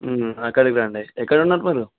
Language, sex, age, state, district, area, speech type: Telugu, male, 18-30, Telangana, Vikarabad, rural, conversation